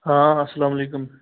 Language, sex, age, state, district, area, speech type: Kashmiri, male, 18-30, Jammu and Kashmir, Srinagar, urban, conversation